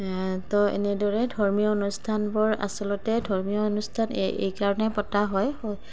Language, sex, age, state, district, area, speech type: Assamese, female, 30-45, Assam, Goalpara, urban, spontaneous